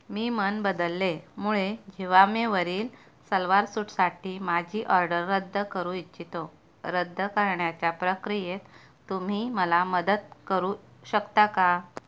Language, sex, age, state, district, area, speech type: Marathi, female, 30-45, Maharashtra, Ratnagiri, rural, read